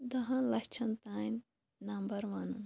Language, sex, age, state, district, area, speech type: Kashmiri, female, 18-30, Jammu and Kashmir, Shopian, urban, spontaneous